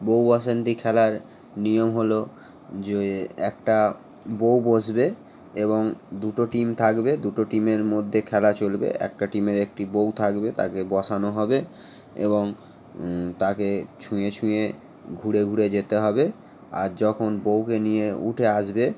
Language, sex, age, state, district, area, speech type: Bengali, male, 18-30, West Bengal, Howrah, urban, spontaneous